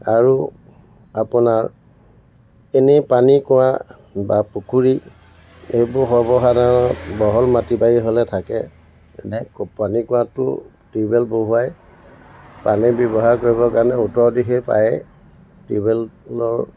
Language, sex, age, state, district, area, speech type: Assamese, male, 60+, Assam, Tinsukia, rural, spontaneous